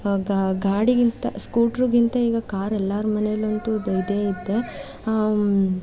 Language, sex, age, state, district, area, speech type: Kannada, female, 18-30, Karnataka, Mandya, rural, spontaneous